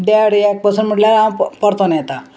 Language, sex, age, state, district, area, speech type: Goan Konkani, female, 60+, Goa, Salcete, rural, spontaneous